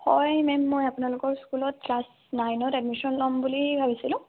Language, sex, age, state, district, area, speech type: Assamese, female, 18-30, Assam, Sivasagar, rural, conversation